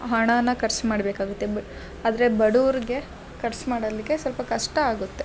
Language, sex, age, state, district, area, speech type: Kannada, female, 30-45, Karnataka, Hassan, urban, spontaneous